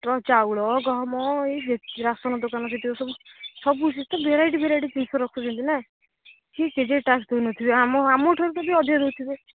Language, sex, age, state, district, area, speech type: Odia, female, 18-30, Odisha, Jagatsinghpur, rural, conversation